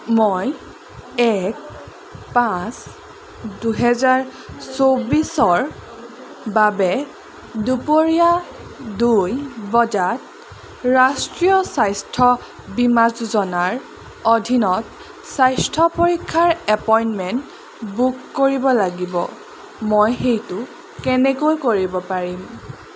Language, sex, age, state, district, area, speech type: Assamese, female, 18-30, Assam, Golaghat, urban, read